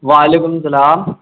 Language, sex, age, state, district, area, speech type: Urdu, male, 18-30, Bihar, Darbhanga, urban, conversation